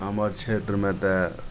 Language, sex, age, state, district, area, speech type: Maithili, male, 45-60, Bihar, Araria, rural, spontaneous